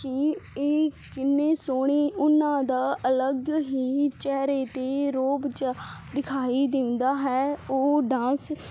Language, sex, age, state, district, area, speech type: Punjabi, female, 18-30, Punjab, Fazilka, rural, spontaneous